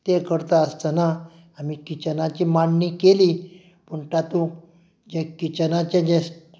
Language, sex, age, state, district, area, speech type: Goan Konkani, male, 45-60, Goa, Canacona, rural, spontaneous